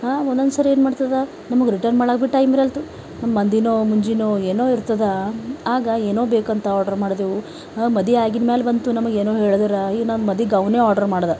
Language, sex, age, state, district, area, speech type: Kannada, female, 30-45, Karnataka, Bidar, urban, spontaneous